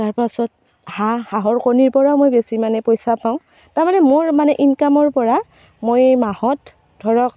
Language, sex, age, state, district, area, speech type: Assamese, female, 30-45, Assam, Barpeta, rural, spontaneous